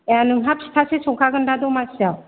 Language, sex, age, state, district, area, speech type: Bodo, female, 45-60, Assam, Chirang, rural, conversation